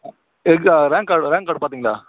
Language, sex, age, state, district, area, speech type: Tamil, male, 18-30, Tamil Nadu, Kallakurichi, rural, conversation